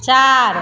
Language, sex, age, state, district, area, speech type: Hindi, female, 45-60, Bihar, Begusarai, rural, read